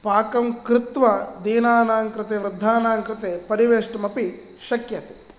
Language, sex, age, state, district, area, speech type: Sanskrit, male, 18-30, Karnataka, Dakshina Kannada, rural, spontaneous